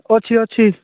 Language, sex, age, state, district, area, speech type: Odia, male, 45-60, Odisha, Nabarangpur, rural, conversation